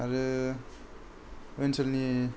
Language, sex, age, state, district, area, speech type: Bodo, male, 30-45, Assam, Kokrajhar, rural, spontaneous